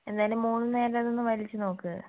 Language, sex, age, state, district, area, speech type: Malayalam, female, 45-60, Kerala, Kozhikode, urban, conversation